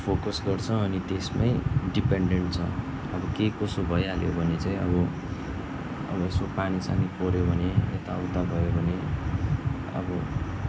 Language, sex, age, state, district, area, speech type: Nepali, male, 18-30, West Bengal, Darjeeling, rural, spontaneous